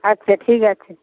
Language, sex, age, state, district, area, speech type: Bengali, female, 45-60, West Bengal, Uttar Dinajpur, urban, conversation